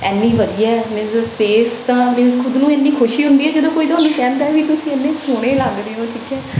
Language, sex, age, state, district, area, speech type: Punjabi, female, 30-45, Punjab, Bathinda, urban, spontaneous